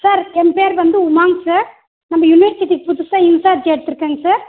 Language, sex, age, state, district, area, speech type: Tamil, female, 30-45, Tamil Nadu, Dharmapuri, rural, conversation